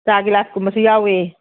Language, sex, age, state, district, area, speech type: Manipuri, female, 60+, Manipur, Churachandpur, urban, conversation